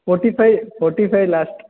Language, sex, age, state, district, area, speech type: Sanskrit, male, 18-30, Odisha, Angul, rural, conversation